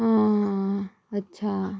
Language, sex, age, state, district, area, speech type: Marathi, female, 18-30, Maharashtra, Sangli, urban, spontaneous